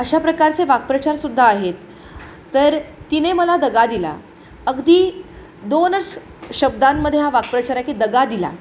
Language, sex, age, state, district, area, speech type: Marathi, female, 18-30, Maharashtra, Sangli, urban, spontaneous